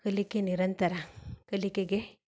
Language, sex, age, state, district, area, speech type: Kannada, female, 45-60, Karnataka, Mandya, rural, spontaneous